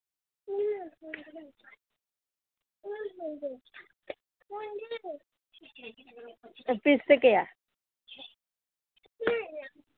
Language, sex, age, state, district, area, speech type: Manipuri, female, 30-45, Manipur, Imphal East, rural, conversation